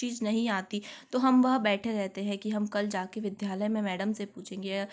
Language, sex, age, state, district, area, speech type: Hindi, female, 18-30, Madhya Pradesh, Gwalior, urban, spontaneous